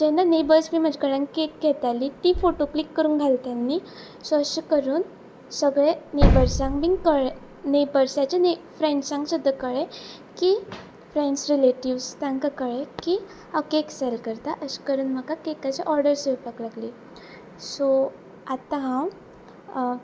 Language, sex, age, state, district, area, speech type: Goan Konkani, female, 18-30, Goa, Ponda, rural, spontaneous